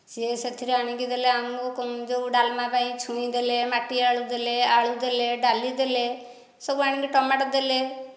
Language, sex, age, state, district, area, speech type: Odia, female, 30-45, Odisha, Dhenkanal, rural, spontaneous